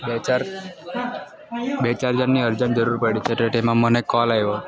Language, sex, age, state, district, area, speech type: Gujarati, male, 18-30, Gujarat, Valsad, rural, spontaneous